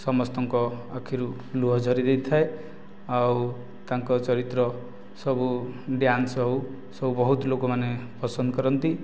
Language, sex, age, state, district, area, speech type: Odia, male, 30-45, Odisha, Nayagarh, rural, spontaneous